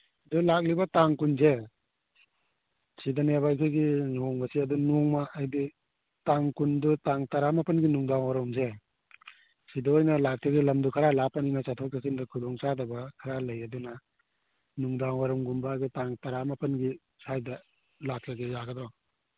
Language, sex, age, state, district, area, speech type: Manipuri, male, 18-30, Manipur, Churachandpur, rural, conversation